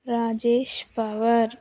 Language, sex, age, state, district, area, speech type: Telugu, female, 18-30, Telangana, Karimnagar, rural, spontaneous